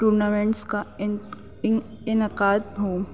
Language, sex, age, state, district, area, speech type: Urdu, female, 18-30, Delhi, North East Delhi, urban, spontaneous